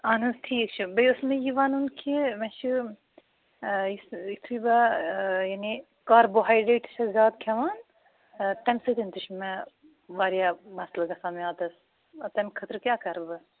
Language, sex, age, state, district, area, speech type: Kashmiri, female, 30-45, Jammu and Kashmir, Budgam, rural, conversation